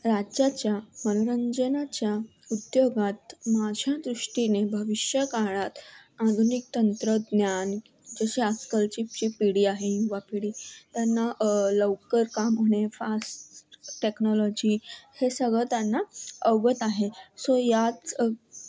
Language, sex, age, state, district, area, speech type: Marathi, female, 18-30, Maharashtra, Thane, urban, spontaneous